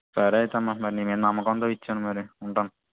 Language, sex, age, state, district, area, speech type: Telugu, male, 18-30, Andhra Pradesh, West Godavari, rural, conversation